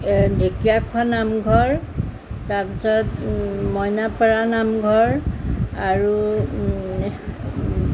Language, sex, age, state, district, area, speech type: Assamese, female, 60+, Assam, Jorhat, urban, spontaneous